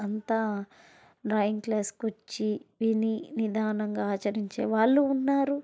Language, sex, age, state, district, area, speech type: Telugu, female, 18-30, Andhra Pradesh, Chittoor, rural, spontaneous